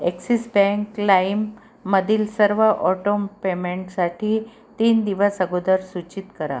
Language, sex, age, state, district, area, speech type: Marathi, female, 45-60, Maharashtra, Amravati, urban, read